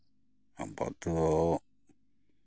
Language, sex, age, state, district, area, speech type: Santali, male, 60+, West Bengal, Bankura, rural, spontaneous